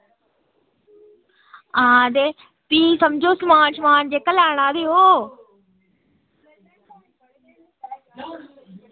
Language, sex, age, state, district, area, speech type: Dogri, female, 18-30, Jammu and Kashmir, Udhampur, rural, conversation